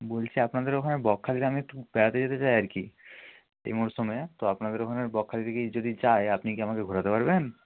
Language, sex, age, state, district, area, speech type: Bengali, male, 18-30, West Bengal, North 24 Parganas, rural, conversation